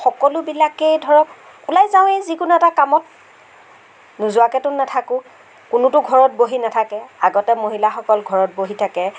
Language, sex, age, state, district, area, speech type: Assamese, female, 60+, Assam, Darrang, rural, spontaneous